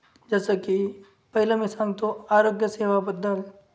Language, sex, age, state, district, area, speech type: Marathi, male, 18-30, Maharashtra, Ahmednagar, rural, spontaneous